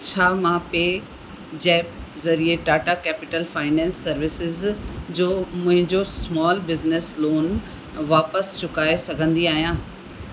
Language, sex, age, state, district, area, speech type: Sindhi, female, 60+, Rajasthan, Ajmer, urban, read